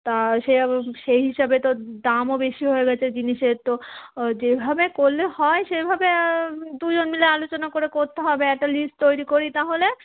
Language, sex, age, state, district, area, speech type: Bengali, female, 30-45, West Bengal, Darjeeling, urban, conversation